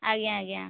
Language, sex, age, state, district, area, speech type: Odia, female, 18-30, Odisha, Mayurbhanj, rural, conversation